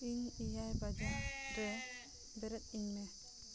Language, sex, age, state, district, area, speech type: Santali, female, 30-45, Jharkhand, Seraikela Kharsawan, rural, read